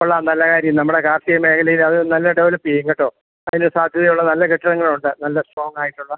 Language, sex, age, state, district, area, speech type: Malayalam, male, 60+, Kerala, Kottayam, rural, conversation